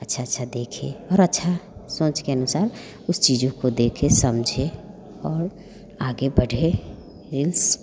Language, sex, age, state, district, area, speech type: Hindi, female, 30-45, Bihar, Vaishali, urban, spontaneous